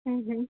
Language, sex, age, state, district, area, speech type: Gujarati, female, 18-30, Gujarat, Rajkot, urban, conversation